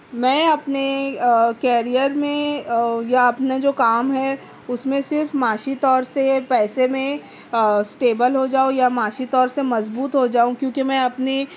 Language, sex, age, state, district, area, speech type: Urdu, female, 30-45, Maharashtra, Nashik, rural, spontaneous